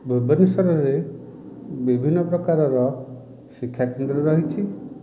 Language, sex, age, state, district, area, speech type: Odia, male, 45-60, Odisha, Dhenkanal, rural, spontaneous